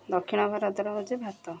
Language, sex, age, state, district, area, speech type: Odia, female, 30-45, Odisha, Jagatsinghpur, rural, spontaneous